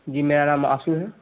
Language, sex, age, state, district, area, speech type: Urdu, male, 18-30, Bihar, Saharsa, rural, conversation